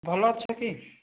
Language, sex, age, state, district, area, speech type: Odia, male, 18-30, Odisha, Nabarangpur, urban, conversation